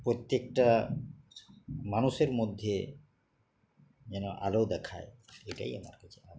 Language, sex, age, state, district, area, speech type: Bengali, male, 60+, West Bengal, Uttar Dinajpur, urban, spontaneous